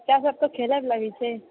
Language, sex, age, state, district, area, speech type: Maithili, female, 18-30, Bihar, Purnia, rural, conversation